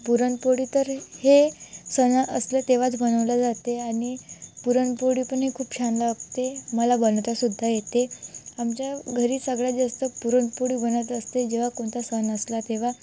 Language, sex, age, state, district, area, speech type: Marathi, female, 18-30, Maharashtra, Wardha, rural, spontaneous